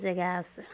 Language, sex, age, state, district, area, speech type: Assamese, female, 45-60, Assam, Dhemaji, urban, spontaneous